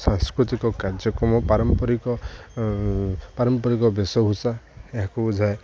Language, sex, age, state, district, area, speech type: Odia, male, 18-30, Odisha, Jagatsinghpur, urban, spontaneous